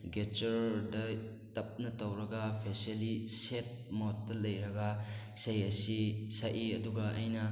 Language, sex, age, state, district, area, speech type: Manipuri, male, 18-30, Manipur, Thoubal, rural, spontaneous